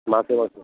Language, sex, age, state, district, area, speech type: Bengali, male, 30-45, West Bengal, North 24 Parganas, rural, conversation